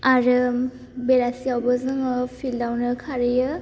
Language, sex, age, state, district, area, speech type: Bodo, female, 18-30, Assam, Baksa, rural, spontaneous